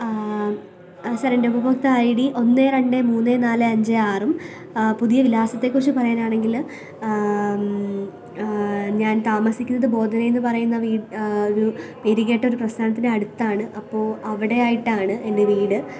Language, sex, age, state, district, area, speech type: Malayalam, female, 18-30, Kerala, Pathanamthitta, urban, spontaneous